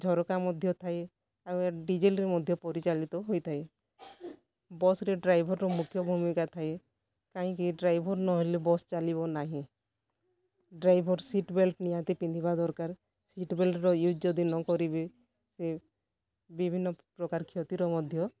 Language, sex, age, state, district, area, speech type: Odia, female, 45-60, Odisha, Kalahandi, rural, spontaneous